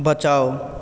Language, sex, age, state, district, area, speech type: Maithili, male, 18-30, Bihar, Supaul, rural, read